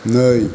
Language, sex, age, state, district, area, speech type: Bodo, male, 45-60, Assam, Kokrajhar, rural, read